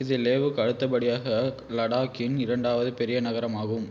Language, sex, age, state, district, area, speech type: Tamil, male, 18-30, Tamil Nadu, Tiruchirappalli, rural, read